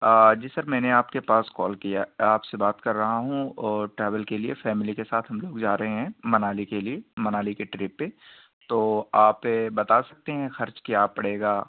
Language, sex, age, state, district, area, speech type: Urdu, male, 18-30, Uttar Pradesh, Ghaziabad, urban, conversation